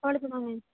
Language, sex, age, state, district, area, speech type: Tamil, female, 18-30, Tamil Nadu, Thanjavur, rural, conversation